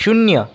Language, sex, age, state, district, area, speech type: Marathi, male, 18-30, Maharashtra, Washim, rural, read